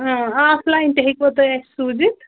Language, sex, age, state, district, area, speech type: Kashmiri, female, 18-30, Jammu and Kashmir, Pulwama, rural, conversation